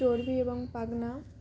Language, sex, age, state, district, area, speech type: Bengali, female, 18-30, West Bengal, Uttar Dinajpur, urban, spontaneous